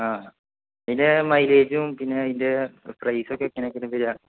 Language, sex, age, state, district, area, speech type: Malayalam, male, 18-30, Kerala, Malappuram, rural, conversation